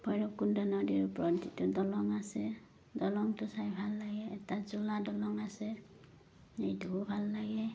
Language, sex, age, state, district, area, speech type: Assamese, female, 30-45, Assam, Udalguri, rural, spontaneous